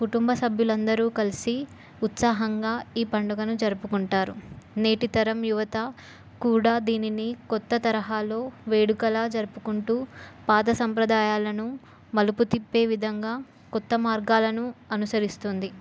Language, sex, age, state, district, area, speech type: Telugu, female, 18-30, Telangana, Jayashankar, urban, spontaneous